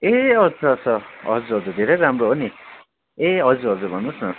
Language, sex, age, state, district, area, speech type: Nepali, male, 18-30, West Bengal, Kalimpong, rural, conversation